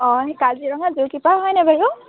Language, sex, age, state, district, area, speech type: Assamese, female, 18-30, Assam, Sivasagar, urban, conversation